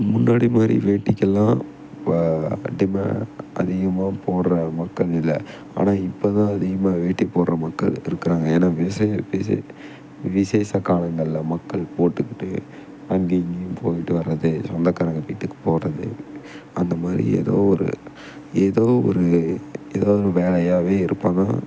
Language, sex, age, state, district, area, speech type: Tamil, male, 18-30, Tamil Nadu, Tiruppur, rural, spontaneous